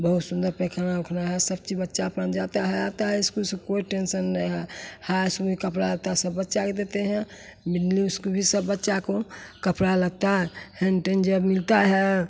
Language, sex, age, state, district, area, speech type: Hindi, female, 60+, Bihar, Begusarai, urban, spontaneous